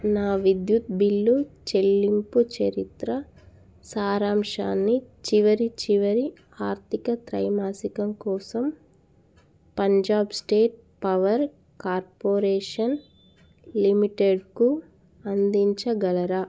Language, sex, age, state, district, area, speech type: Telugu, female, 18-30, Telangana, Jagtial, rural, read